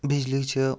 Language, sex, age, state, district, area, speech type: Kashmiri, male, 18-30, Jammu and Kashmir, Kupwara, rural, spontaneous